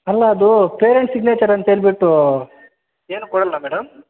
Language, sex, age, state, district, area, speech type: Kannada, male, 60+, Karnataka, Kodagu, rural, conversation